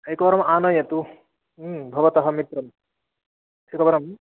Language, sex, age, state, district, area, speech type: Sanskrit, male, 18-30, West Bengal, Murshidabad, rural, conversation